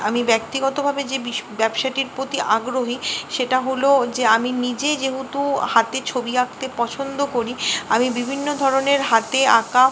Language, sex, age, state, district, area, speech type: Bengali, female, 30-45, West Bengal, Purba Bardhaman, urban, spontaneous